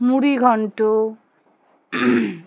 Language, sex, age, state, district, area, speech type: Bengali, female, 30-45, West Bengal, Alipurduar, rural, spontaneous